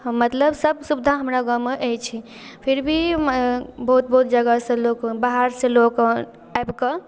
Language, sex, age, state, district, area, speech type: Maithili, female, 18-30, Bihar, Darbhanga, rural, spontaneous